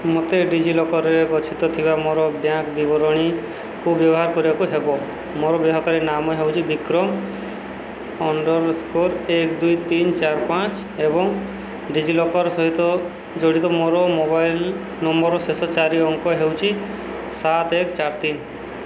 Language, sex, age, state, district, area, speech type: Odia, male, 45-60, Odisha, Subarnapur, urban, read